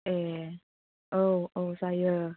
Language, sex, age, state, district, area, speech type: Bodo, female, 30-45, Assam, Chirang, rural, conversation